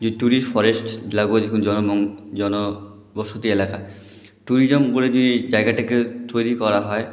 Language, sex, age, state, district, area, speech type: Bengali, male, 18-30, West Bengal, Jalpaiguri, rural, spontaneous